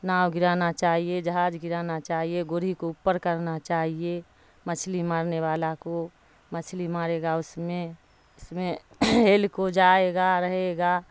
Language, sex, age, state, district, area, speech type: Urdu, female, 60+, Bihar, Darbhanga, rural, spontaneous